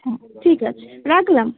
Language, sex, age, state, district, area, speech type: Bengali, female, 18-30, West Bengal, Cooch Behar, urban, conversation